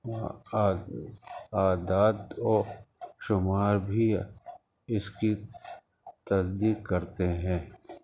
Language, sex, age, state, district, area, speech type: Urdu, male, 45-60, Uttar Pradesh, Rampur, urban, spontaneous